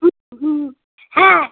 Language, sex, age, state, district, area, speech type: Bengali, female, 60+, West Bengal, Kolkata, urban, conversation